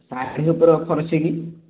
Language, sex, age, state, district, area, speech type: Odia, male, 18-30, Odisha, Subarnapur, urban, conversation